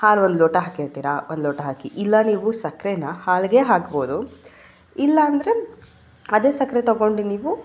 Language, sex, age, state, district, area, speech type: Kannada, female, 18-30, Karnataka, Mysore, urban, spontaneous